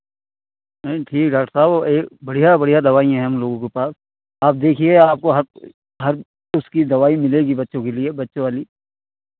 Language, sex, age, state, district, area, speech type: Hindi, male, 45-60, Uttar Pradesh, Hardoi, rural, conversation